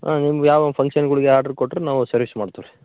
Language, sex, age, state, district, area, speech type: Kannada, male, 45-60, Karnataka, Raichur, rural, conversation